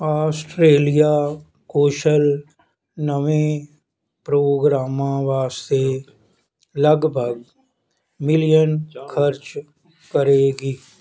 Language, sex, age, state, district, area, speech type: Punjabi, male, 60+, Punjab, Fazilka, rural, read